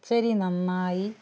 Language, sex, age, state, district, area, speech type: Malayalam, female, 60+, Kerala, Wayanad, rural, spontaneous